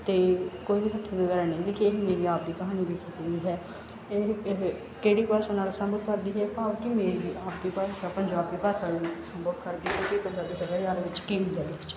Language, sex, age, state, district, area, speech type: Punjabi, female, 18-30, Punjab, Barnala, rural, spontaneous